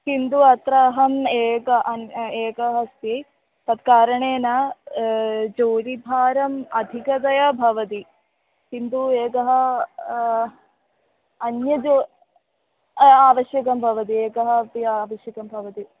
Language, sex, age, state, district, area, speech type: Sanskrit, female, 18-30, Kerala, Wayanad, rural, conversation